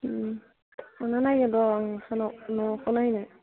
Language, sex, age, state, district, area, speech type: Bodo, female, 18-30, Assam, Udalguri, urban, conversation